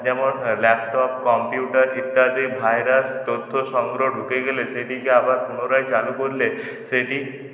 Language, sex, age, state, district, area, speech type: Bengali, male, 18-30, West Bengal, Purulia, urban, spontaneous